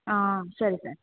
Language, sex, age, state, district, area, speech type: Kannada, female, 18-30, Karnataka, Hassan, rural, conversation